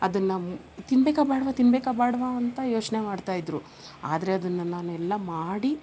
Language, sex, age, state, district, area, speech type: Kannada, female, 30-45, Karnataka, Koppal, rural, spontaneous